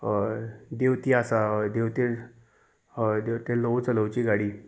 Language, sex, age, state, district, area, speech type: Goan Konkani, male, 30-45, Goa, Salcete, urban, spontaneous